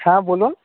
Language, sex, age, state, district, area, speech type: Bengali, male, 18-30, West Bengal, Purba Medinipur, rural, conversation